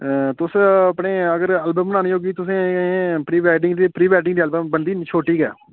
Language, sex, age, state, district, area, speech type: Dogri, male, 18-30, Jammu and Kashmir, Udhampur, rural, conversation